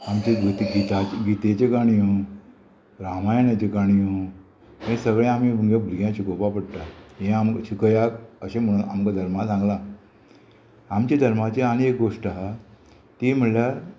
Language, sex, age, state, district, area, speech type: Goan Konkani, male, 60+, Goa, Murmgao, rural, spontaneous